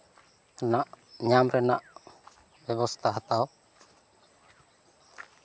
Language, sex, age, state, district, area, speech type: Santali, male, 18-30, West Bengal, Bankura, rural, spontaneous